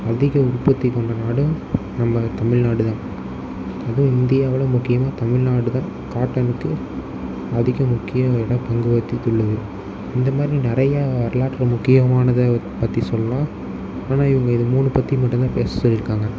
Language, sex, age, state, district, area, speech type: Tamil, male, 18-30, Tamil Nadu, Tiruvarur, urban, spontaneous